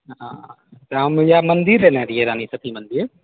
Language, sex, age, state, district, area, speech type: Maithili, male, 45-60, Bihar, Purnia, rural, conversation